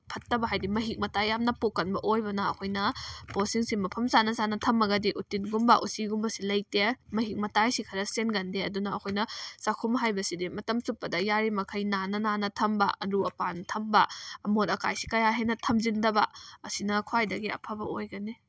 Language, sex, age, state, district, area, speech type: Manipuri, female, 18-30, Manipur, Kakching, rural, spontaneous